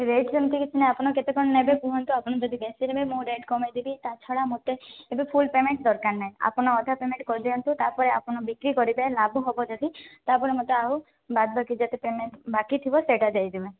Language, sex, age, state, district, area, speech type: Odia, female, 18-30, Odisha, Malkangiri, rural, conversation